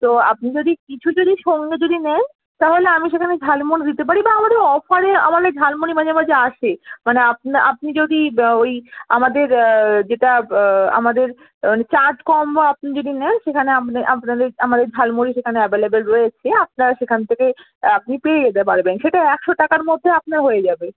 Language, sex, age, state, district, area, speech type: Bengali, female, 18-30, West Bengal, Malda, rural, conversation